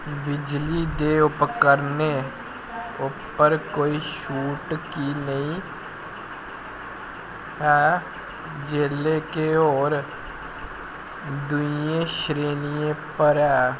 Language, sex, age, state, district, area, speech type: Dogri, male, 18-30, Jammu and Kashmir, Jammu, rural, read